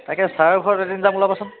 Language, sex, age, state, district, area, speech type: Assamese, male, 30-45, Assam, Lakhimpur, urban, conversation